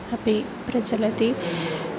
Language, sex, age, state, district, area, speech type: Sanskrit, female, 18-30, Kerala, Thrissur, urban, spontaneous